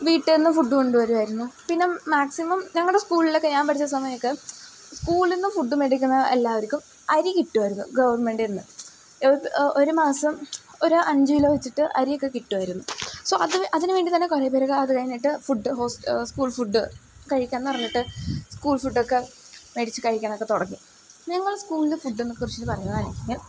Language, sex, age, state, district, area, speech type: Malayalam, female, 18-30, Kerala, Idukki, rural, spontaneous